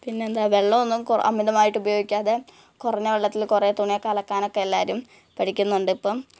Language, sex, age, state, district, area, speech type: Malayalam, female, 18-30, Kerala, Malappuram, rural, spontaneous